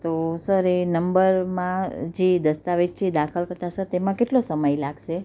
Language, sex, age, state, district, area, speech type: Gujarati, female, 30-45, Gujarat, Surat, urban, spontaneous